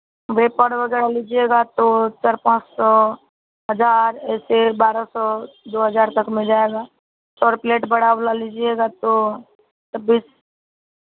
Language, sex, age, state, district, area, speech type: Hindi, female, 30-45, Bihar, Madhepura, rural, conversation